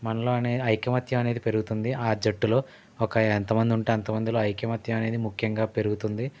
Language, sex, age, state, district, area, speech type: Telugu, male, 30-45, Andhra Pradesh, Konaseema, rural, spontaneous